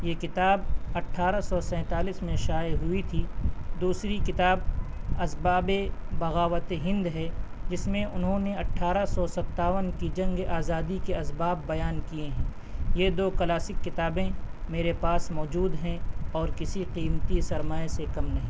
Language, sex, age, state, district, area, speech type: Urdu, male, 18-30, Bihar, Purnia, rural, spontaneous